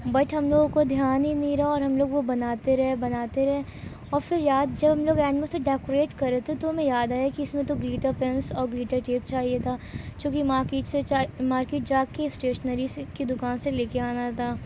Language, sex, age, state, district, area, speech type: Urdu, female, 18-30, Uttar Pradesh, Shahjahanpur, urban, spontaneous